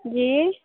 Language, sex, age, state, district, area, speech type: Urdu, female, 30-45, Bihar, Khagaria, rural, conversation